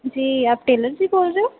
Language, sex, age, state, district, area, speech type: Dogri, female, 18-30, Jammu and Kashmir, Udhampur, rural, conversation